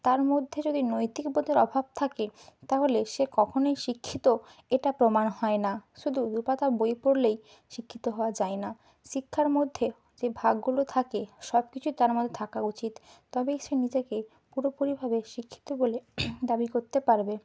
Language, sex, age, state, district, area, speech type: Bengali, female, 30-45, West Bengal, Purba Medinipur, rural, spontaneous